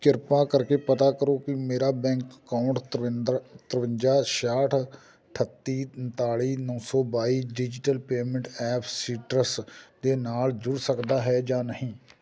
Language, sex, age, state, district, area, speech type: Punjabi, male, 45-60, Punjab, Amritsar, rural, read